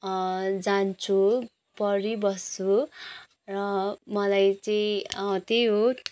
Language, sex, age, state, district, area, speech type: Nepali, female, 18-30, West Bengal, Kalimpong, rural, spontaneous